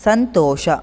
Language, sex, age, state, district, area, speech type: Kannada, male, 18-30, Karnataka, Udupi, rural, read